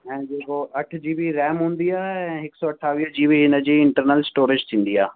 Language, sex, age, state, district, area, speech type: Sindhi, male, 18-30, Delhi, South Delhi, urban, conversation